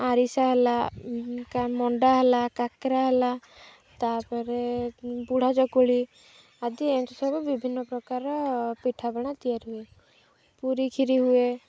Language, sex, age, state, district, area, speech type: Odia, female, 18-30, Odisha, Jagatsinghpur, urban, spontaneous